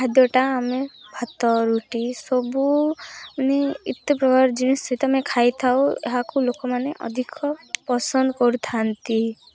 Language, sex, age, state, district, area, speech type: Odia, female, 18-30, Odisha, Malkangiri, urban, spontaneous